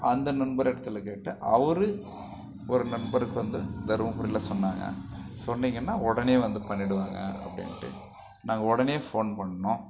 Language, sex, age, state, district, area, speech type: Tamil, male, 45-60, Tamil Nadu, Krishnagiri, rural, spontaneous